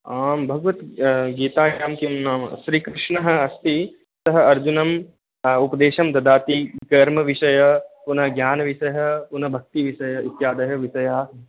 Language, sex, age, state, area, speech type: Sanskrit, male, 18-30, Rajasthan, rural, conversation